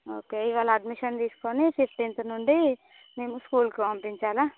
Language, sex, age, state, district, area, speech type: Telugu, female, 18-30, Andhra Pradesh, Visakhapatnam, urban, conversation